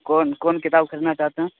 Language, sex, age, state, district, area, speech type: Urdu, male, 18-30, Uttar Pradesh, Saharanpur, urban, conversation